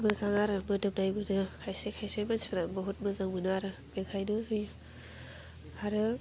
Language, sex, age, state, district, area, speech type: Bodo, female, 18-30, Assam, Udalguri, urban, spontaneous